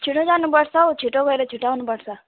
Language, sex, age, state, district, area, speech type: Nepali, female, 18-30, West Bengal, Alipurduar, urban, conversation